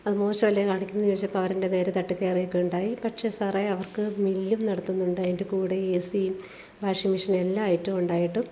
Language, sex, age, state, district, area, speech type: Malayalam, female, 45-60, Kerala, Alappuzha, rural, spontaneous